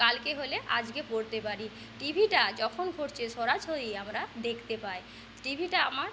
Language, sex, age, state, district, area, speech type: Bengali, female, 30-45, West Bengal, Paschim Medinipur, rural, spontaneous